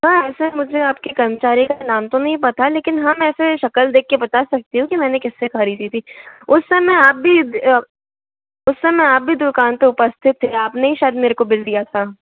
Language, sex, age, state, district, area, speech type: Hindi, female, 30-45, Rajasthan, Jaipur, urban, conversation